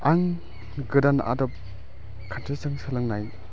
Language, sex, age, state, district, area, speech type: Bodo, male, 18-30, Assam, Chirang, rural, spontaneous